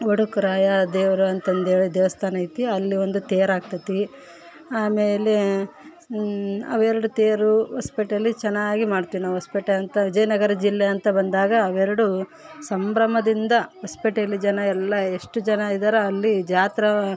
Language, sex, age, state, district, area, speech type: Kannada, female, 30-45, Karnataka, Vijayanagara, rural, spontaneous